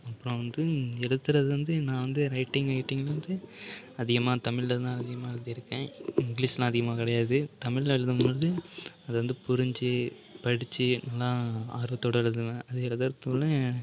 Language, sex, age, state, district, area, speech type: Tamil, male, 30-45, Tamil Nadu, Mayiladuthurai, urban, spontaneous